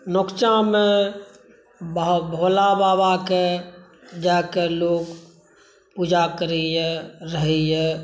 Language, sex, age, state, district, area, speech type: Maithili, male, 45-60, Bihar, Saharsa, rural, spontaneous